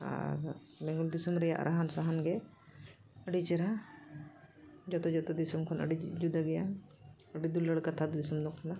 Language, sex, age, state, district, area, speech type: Santali, female, 45-60, Jharkhand, Bokaro, rural, spontaneous